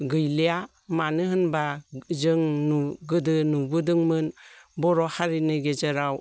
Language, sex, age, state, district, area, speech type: Bodo, female, 45-60, Assam, Baksa, rural, spontaneous